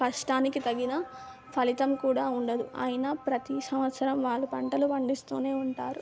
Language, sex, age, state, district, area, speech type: Telugu, female, 18-30, Telangana, Mahbubnagar, urban, spontaneous